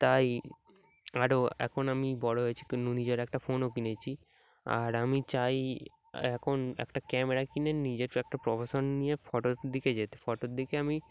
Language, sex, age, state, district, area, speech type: Bengali, male, 18-30, West Bengal, Dakshin Dinajpur, urban, spontaneous